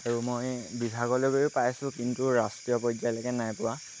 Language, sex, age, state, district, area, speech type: Assamese, male, 18-30, Assam, Lakhimpur, rural, spontaneous